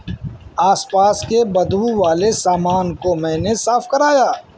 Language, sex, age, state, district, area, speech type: Urdu, male, 60+, Bihar, Madhubani, rural, spontaneous